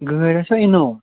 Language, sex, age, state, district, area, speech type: Kashmiri, male, 45-60, Jammu and Kashmir, Srinagar, urban, conversation